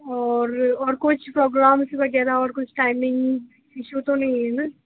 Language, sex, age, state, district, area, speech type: Hindi, female, 18-30, Madhya Pradesh, Harda, urban, conversation